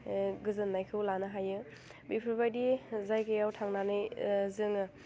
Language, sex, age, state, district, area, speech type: Bodo, female, 18-30, Assam, Udalguri, rural, spontaneous